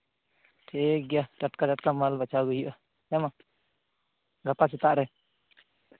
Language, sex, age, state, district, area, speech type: Santali, male, 18-30, Jharkhand, Pakur, rural, conversation